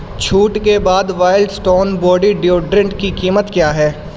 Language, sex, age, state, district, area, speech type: Urdu, male, 18-30, Delhi, East Delhi, urban, read